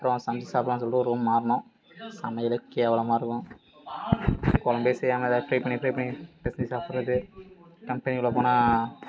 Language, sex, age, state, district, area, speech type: Tamil, male, 18-30, Tamil Nadu, Ariyalur, rural, spontaneous